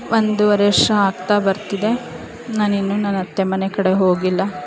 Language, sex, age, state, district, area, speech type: Kannada, female, 30-45, Karnataka, Chamarajanagar, rural, spontaneous